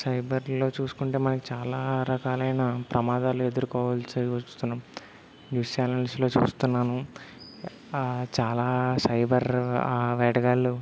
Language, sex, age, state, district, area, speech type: Telugu, male, 18-30, Telangana, Peddapalli, rural, spontaneous